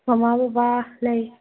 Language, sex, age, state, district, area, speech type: Manipuri, female, 30-45, Manipur, Kangpokpi, urban, conversation